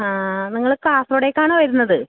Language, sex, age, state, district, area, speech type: Malayalam, female, 45-60, Kerala, Kasaragod, rural, conversation